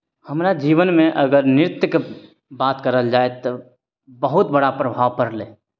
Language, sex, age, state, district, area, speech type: Maithili, male, 30-45, Bihar, Begusarai, urban, spontaneous